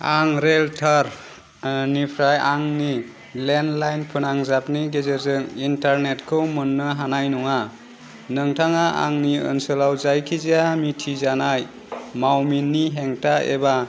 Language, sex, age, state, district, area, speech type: Bodo, male, 30-45, Assam, Kokrajhar, rural, read